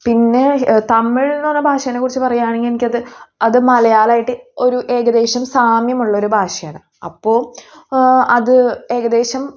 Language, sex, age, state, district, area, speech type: Malayalam, female, 18-30, Kerala, Thrissur, rural, spontaneous